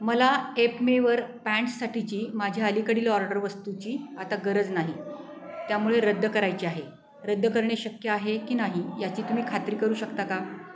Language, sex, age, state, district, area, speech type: Marathi, female, 45-60, Maharashtra, Satara, urban, read